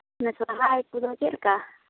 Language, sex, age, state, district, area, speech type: Santali, female, 18-30, West Bengal, Uttar Dinajpur, rural, conversation